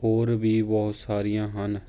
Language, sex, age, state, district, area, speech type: Punjabi, male, 30-45, Punjab, Fatehgarh Sahib, rural, spontaneous